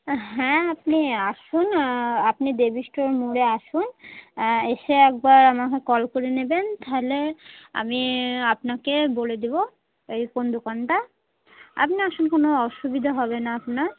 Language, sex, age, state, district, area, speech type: Bengali, female, 18-30, West Bengal, Murshidabad, urban, conversation